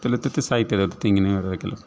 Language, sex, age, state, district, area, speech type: Kannada, male, 45-60, Karnataka, Udupi, rural, spontaneous